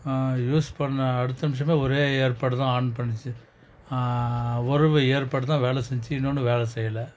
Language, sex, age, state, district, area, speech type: Tamil, male, 45-60, Tamil Nadu, Krishnagiri, rural, spontaneous